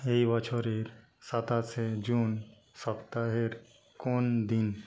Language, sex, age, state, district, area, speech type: Bengali, male, 45-60, West Bengal, Nadia, rural, read